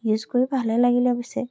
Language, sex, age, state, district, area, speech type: Assamese, female, 18-30, Assam, Tinsukia, urban, spontaneous